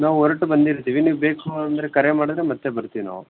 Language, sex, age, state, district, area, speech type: Kannada, male, 18-30, Karnataka, Tumkur, urban, conversation